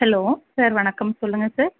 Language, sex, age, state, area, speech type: Tamil, female, 30-45, Tamil Nadu, rural, conversation